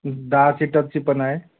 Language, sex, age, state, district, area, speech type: Marathi, male, 30-45, Maharashtra, Wardha, rural, conversation